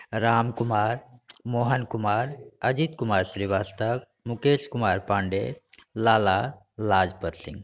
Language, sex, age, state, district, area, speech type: Maithili, male, 45-60, Bihar, Saharsa, rural, spontaneous